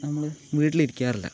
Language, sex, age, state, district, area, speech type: Malayalam, male, 18-30, Kerala, Palakkad, urban, spontaneous